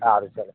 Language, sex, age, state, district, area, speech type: Gujarati, male, 18-30, Gujarat, Anand, rural, conversation